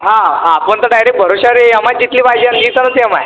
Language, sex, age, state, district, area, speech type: Marathi, male, 18-30, Maharashtra, Buldhana, urban, conversation